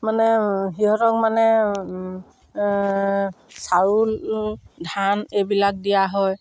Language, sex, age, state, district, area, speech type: Assamese, female, 60+, Assam, Dibrugarh, rural, spontaneous